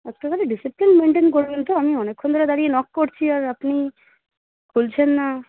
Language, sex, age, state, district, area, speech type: Bengali, female, 45-60, West Bengal, Darjeeling, urban, conversation